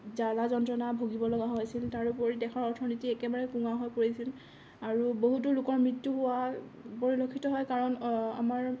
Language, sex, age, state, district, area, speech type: Assamese, female, 18-30, Assam, Kamrup Metropolitan, rural, spontaneous